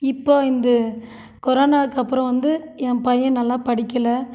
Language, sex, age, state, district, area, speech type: Tamil, female, 45-60, Tamil Nadu, Krishnagiri, rural, spontaneous